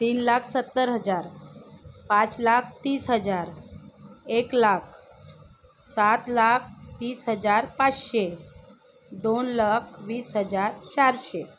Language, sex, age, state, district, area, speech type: Marathi, female, 30-45, Maharashtra, Nagpur, urban, spontaneous